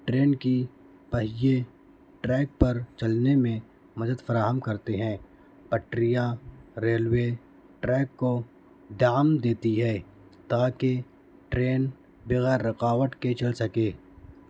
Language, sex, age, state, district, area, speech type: Urdu, male, 60+, Maharashtra, Nashik, urban, spontaneous